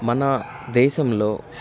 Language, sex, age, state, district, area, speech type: Telugu, male, 30-45, Andhra Pradesh, Bapatla, urban, spontaneous